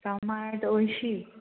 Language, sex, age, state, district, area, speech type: Goan Konkani, female, 18-30, Goa, Salcete, rural, conversation